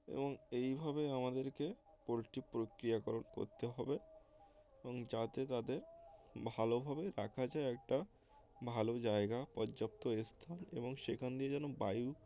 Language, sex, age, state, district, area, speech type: Bengali, male, 18-30, West Bengal, Uttar Dinajpur, urban, spontaneous